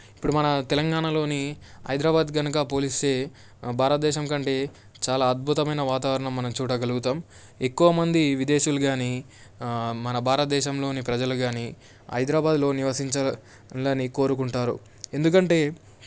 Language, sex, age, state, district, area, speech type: Telugu, male, 18-30, Telangana, Medak, rural, spontaneous